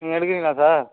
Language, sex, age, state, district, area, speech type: Tamil, male, 18-30, Tamil Nadu, Nagapattinam, rural, conversation